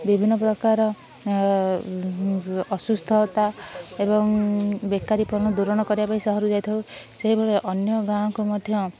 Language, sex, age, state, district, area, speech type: Odia, female, 18-30, Odisha, Kendrapara, urban, spontaneous